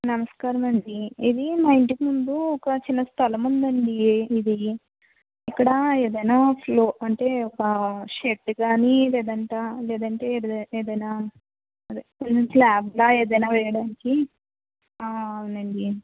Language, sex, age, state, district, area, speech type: Telugu, female, 60+, Andhra Pradesh, Kakinada, rural, conversation